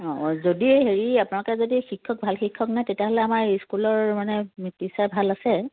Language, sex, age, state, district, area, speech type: Assamese, female, 45-60, Assam, Sivasagar, urban, conversation